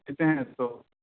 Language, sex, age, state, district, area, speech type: Urdu, male, 30-45, Delhi, North East Delhi, urban, conversation